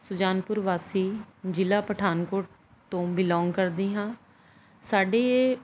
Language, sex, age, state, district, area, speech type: Punjabi, male, 45-60, Punjab, Pathankot, rural, spontaneous